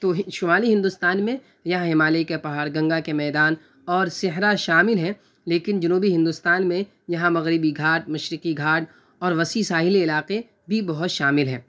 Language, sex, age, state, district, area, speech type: Urdu, male, 18-30, Delhi, North West Delhi, urban, spontaneous